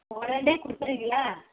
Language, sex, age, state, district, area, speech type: Tamil, female, 30-45, Tamil Nadu, Tirupattur, rural, conversation